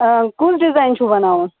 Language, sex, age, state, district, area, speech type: Kashmiri, female, 18-30, Jammu and Kashmir, Budgam, rural, conversation